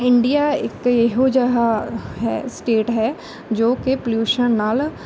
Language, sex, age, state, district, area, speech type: Punjabi, female, 30-45, Punjab, Bathinda, rural, spontaneous